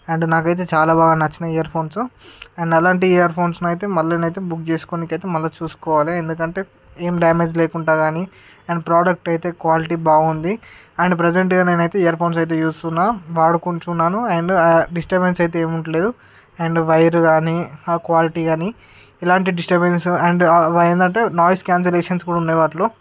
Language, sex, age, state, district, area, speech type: Telugu, male, 18-30, Andhra Pradesh, Visakhapatnam, urban, spontaneous